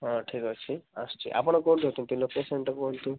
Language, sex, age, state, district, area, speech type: Odia, male, 18-30, Odisha, Malkangiri, urban, conversation